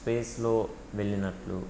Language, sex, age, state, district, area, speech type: Telugu, male, 30-45, Telangana, Siddipet, rural, spontaneous